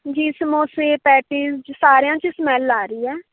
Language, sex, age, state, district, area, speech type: Punjabi, female, 18-30, Punjab, Fazilka, rural, conversation